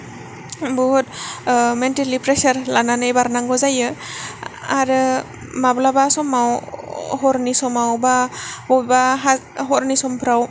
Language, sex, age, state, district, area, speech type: Bodo, female, 18-30, Assam, Kokrajhar, rural, spontaneous